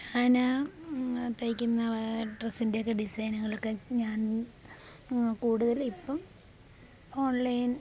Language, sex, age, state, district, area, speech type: Malayalam, female, 30-45, Kerala, Pathanamthitta, rural, spontaneous